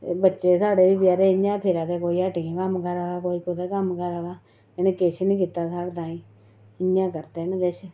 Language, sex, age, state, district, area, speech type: Dogri, female, 30-45, Jammu and Kashmir, Reasi, rural, spontaneous